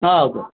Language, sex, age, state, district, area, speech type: Kannada, male, 60+, Karnataka, Koppal, rural, conversation